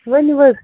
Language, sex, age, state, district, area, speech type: Kashmiri, female, 30-45, Jammu and Kashmir, Srinagar, urban, conversation